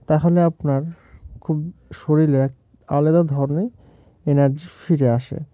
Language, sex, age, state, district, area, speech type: Bengali, male, 30-45, West Bengal, Murshidabad, urban, spontaneous